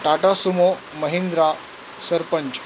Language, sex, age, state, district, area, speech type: Marathi, male, 30-45, Maharashtra, Nanded, rural, spontaneous